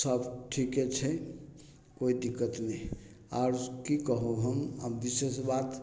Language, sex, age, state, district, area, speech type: Maithili, male, 45-60, Bihar, Samastipur, rural, spontaneous